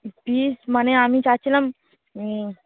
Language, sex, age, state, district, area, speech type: Bengali, female, 30-45, West Bengal, Darjeeling, urban, conversation